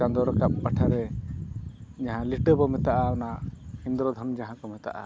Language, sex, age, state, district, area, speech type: Santali, male, 45-60, Odisha, Mayurbhanj, rural, spontaneous